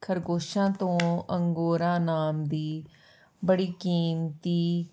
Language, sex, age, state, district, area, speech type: Punjabi, female, 45-60, Punjab, Ludhiana, rural, spontaneous